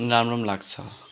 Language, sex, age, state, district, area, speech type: Nepali, male, 18-30, West Bengal, Kalimpong, rural, spontaneous